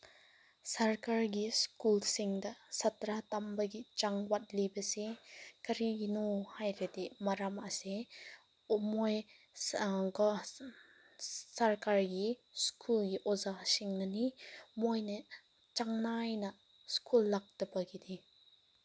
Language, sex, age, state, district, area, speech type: Manipuri, female, 18-30, Manipur, Senapati, rural, spontaneous